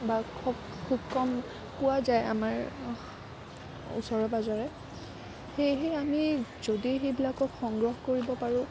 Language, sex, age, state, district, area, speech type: Assamese, female, 18-30, Assam, Kamrup Metropolitan, urban, spontaneous